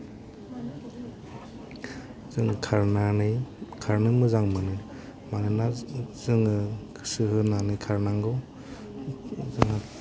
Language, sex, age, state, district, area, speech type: Bodo, male, 30-45, Assam, Kokrajhar, rural, spontaneous